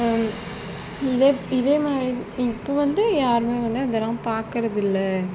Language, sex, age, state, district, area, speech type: Tamil, female, 30-45, Tamil Nadu, Tiruvarur, rural, spontaneous